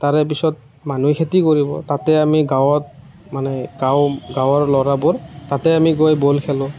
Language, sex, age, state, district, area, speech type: Assamese, male, 30-45, Assam, Morigaon, rural, spontaneous